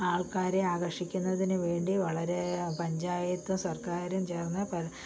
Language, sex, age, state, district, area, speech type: Malayalam, female, 45-60, Kerala, Kottayam, rural, spontaneous